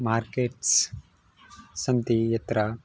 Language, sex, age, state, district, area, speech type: Sanskrit, male, 18-30, Gujarat, Surat, urban, spontaneous